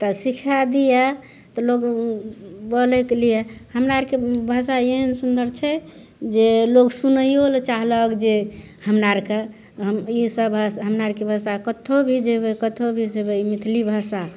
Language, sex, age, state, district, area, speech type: Maithili, female, 60+, Bihar, Madhepura, rural, spontaneous